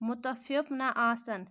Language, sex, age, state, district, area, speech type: Kashmiri, female, 18-30, Jammu and Kashmir, Anantnag, rural, read